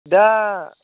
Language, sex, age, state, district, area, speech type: Bodo, male, 30-45, Assam, Chirang, rural, conversation